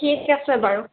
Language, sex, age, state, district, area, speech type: Assamese, female, 18-30, Assam, Jorhat, urban, conversation